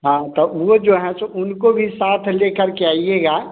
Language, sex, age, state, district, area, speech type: Hindi, male, 45-60, Bihar, Samastipur, rural, conversation